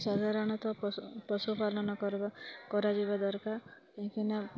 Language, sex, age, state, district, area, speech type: Odia, female, 30-45, Odisha, Kalahandi, rural, spontaneous